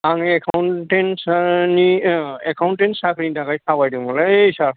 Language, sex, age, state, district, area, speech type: Bodo, male, 60+, Assam, Kokrajhar, urban, conversation